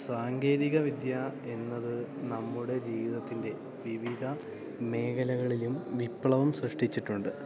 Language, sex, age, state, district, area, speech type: Malayalam, male, 18-30, Kerala, Idukki, rural, spontaneous